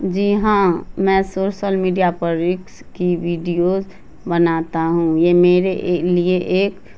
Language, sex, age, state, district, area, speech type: Urdu, female, 30-45, Bihar, Madhubani, rural, spontaneous